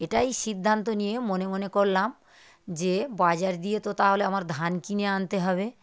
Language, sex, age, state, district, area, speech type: Bengali, female, 45-60, West Bengal, South 24 Parganas, rural, spontaneous